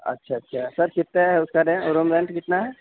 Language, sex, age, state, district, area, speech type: Urdu, male, 30-45, Uttar Pradesh, Gautam Buddha Nagar, rural, conversation